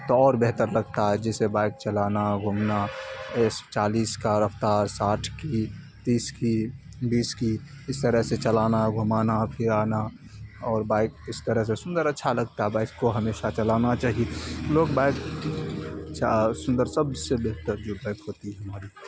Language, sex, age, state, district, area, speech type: Urdu, male, 18-30, Bihar, Khagaria, rural, spontaneous